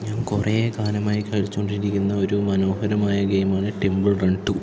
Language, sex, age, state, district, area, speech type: Malayalam, male, 18-30, Kerala, Palakkad, urban, spontaneous